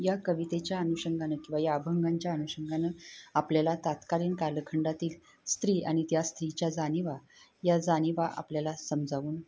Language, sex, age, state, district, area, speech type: Marathi, female, 30-45, Maharashtra, Satara, rural, spontaneous